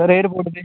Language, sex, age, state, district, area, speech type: Punjabi, male, 18-30, Punjab, Mohali, rural, conversation